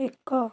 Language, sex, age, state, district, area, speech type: Odia, female, 30-45, Odisha, Cuttack, urban, read